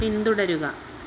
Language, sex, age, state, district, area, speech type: Malayalam, female, 30-45, Kerala, Kollam, urban, read